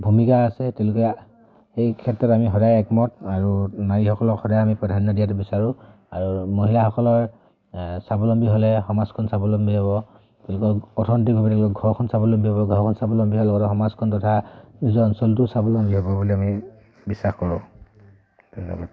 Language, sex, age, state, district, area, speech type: Assamese, male, 18-30, Assam, Dhemaji, rural, spontaneous